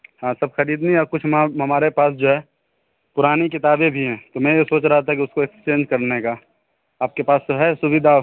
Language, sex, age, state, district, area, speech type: Urdu, male, 18-30, Uttar Pradesh, Saharanpur, urban, conversation